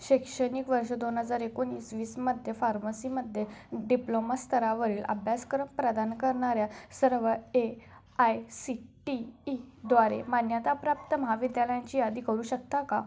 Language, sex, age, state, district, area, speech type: Marathi, female, 18-30, Maharashtra, Sangli, rural, read